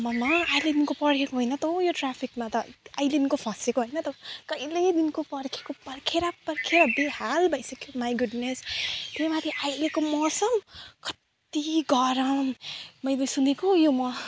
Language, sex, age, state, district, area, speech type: Nepali, female, 30-45, West Bengal, Alipurduar, urban, spontaneous